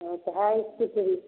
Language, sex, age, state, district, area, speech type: Hindi, female, 30-45, Bihar, Samastipur, rural, conversation